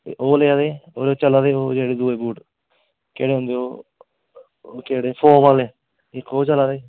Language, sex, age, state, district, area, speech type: Dogri, male, 18-30, Jammu and Kashmir, Jammu, urban, conversation